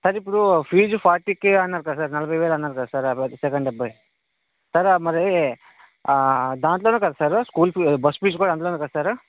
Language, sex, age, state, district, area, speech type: Telugu, male, 18-30, Andhra Pradesh, Vizianagaram, rural, conversation